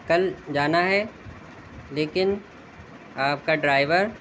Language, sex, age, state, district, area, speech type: Urdu, male, 30-45, Uttar Pradesh, Shahjahanpur, urban, spontaneous